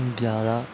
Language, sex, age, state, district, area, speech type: Hindi, male, 30-45, Madhya Pradesh, Harda, urban, read